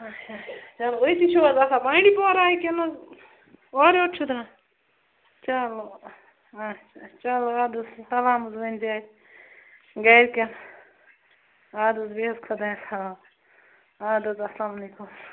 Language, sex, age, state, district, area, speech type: Kashmiri, female, 18-30, Jammu and Kashmir, Bandipora, rural, conversation